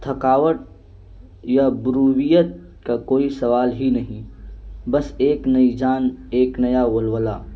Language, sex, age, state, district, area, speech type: Urdu, male, 18-30, Uttar Pradesh, Balrampur, rural, spontaneous